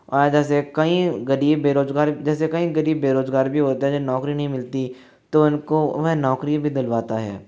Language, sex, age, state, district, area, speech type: Hindi, male, 18-30, Rajasthan, Jaipur, urban, spontaneous